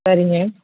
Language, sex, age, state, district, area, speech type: Tamil, female, 45-60, Tamil Nadu, Kanchipuram, urban, conversation